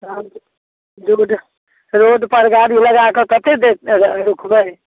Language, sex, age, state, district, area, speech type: Maithili, female, 45-60, Bihar, Samastipur, rural, conversation